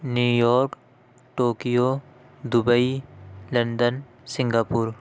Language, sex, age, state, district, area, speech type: Urdu, male, 30-45, Uttar Pradesh, Lucknow, urban, spontaneous